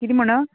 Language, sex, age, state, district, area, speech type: Goan Konkani, female, 45-60, Goa, Murmgao, rural, conversation